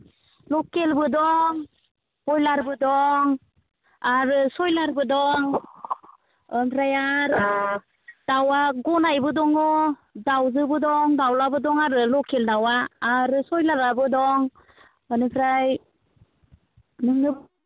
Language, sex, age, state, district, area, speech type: Bodo, female, 30-45, Assam, Baksa, rural, conversation